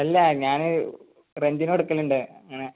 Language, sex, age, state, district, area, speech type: Malayalam, male, 18-30, Kerala, Malappuram, rural, conversation